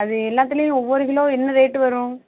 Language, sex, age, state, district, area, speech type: Tamil, female, 30-45, Tamil Nadu, Thoothukudi, urban, conversation